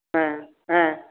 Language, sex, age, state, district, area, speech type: Tamil, female, 45-60, Tamil Nadu, Coimbatore, rural, conversation